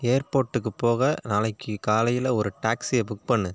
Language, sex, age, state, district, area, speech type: Tamil, male, 30-45, Tamil Nadu, Pudukkottai, rural, read